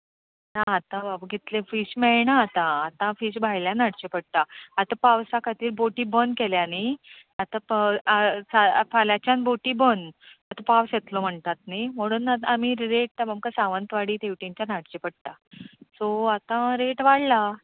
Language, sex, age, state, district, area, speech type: Goan Konkani, female, 30-45, Goa, Bardez, urban, conversation